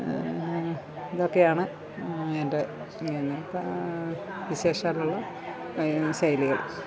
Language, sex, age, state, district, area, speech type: Malayalam, female, 60+, Kerala, Pathanamthitta, rural, spontaneous